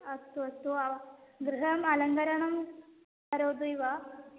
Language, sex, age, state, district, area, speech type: Sanskrit, female, 18-30, Kerala, Malappuram, urban, conversation